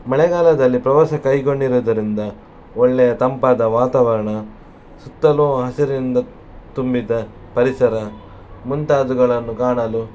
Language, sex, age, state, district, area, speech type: Kannada, male, 18-30, Karnataka, Shimoga, rural, spontaneous